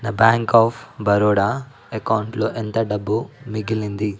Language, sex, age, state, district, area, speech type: Telugu, male, 18-30, Telangana, Ranga Reddy, urban, read